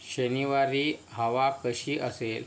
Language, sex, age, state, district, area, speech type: Marathi, male, 60+, Maharashtra, Yavatmal, rural, read